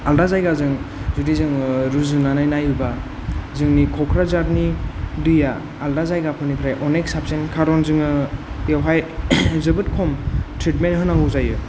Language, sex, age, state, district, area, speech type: Bodo, male, 30-45, Assam, Kokrajhar, rural, spontaneous